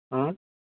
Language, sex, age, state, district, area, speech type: Gujarati, male, 18-30, Gujarat, Surat, urban, conversation